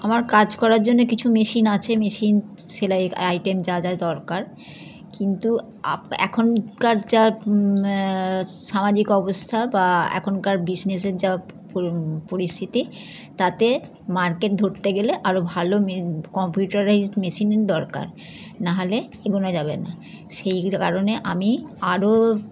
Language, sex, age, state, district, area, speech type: Bengali, female, 60+, West Bengal, Howrah, urban, spontaneous